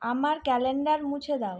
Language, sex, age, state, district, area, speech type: Bengali, female, 18-30, West Bengal, Malda, urban, read